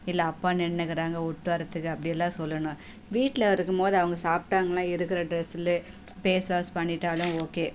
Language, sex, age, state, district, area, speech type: Tamil, female, 30-45, Tamil Nadu, Tirupattur, rural, spontaneous